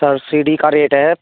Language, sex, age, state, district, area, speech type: Hindi, male, 18-30, Rajasthan, Bharatpur, rural, conversation